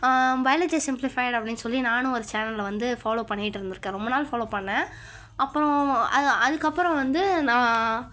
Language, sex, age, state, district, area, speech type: Tamil, female, 45-60, Tamil Nadu, Cuddalore, urban, spontaneous